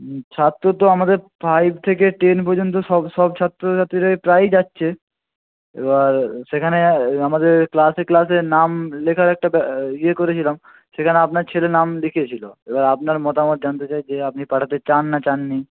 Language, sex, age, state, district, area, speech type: Bengali, male, 45-60, West Bengal, Jhargram, rural, conversation